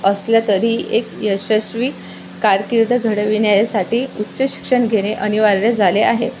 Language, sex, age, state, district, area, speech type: Marathi, female, 18-30, Maharashtra, Amravati, rural, spontaneous